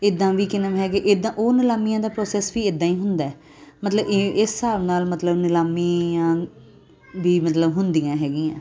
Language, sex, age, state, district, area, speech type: Punjabi, female, 30-45, Punjab, Muktsar, urban, spontaneous